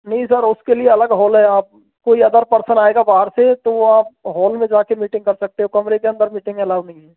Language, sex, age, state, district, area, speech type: Hindi, male, 30-45, Rajasthan, Karauli, urban, conversation